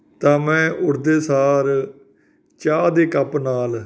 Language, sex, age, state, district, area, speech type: Punjabi, male, 45-60, Punjab, Faridkot, urban, spontaneous